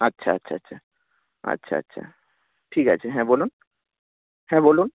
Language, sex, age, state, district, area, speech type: Bengali, male, 30-45, West Bengal, Nadia, rural, conversation